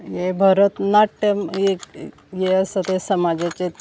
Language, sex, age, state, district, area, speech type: Goan Konkani, female, 45-60, Goa, Salcete, rural, spontaneous